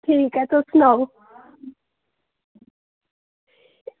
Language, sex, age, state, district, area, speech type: Dogri, female, 18-30, Jammu and Kashmir, Samba, rural, conversation